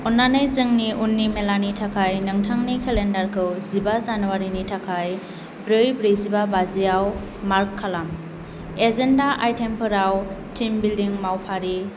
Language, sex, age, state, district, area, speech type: Bodo, female, 18-30, Assam, Kokrajhar, urban, read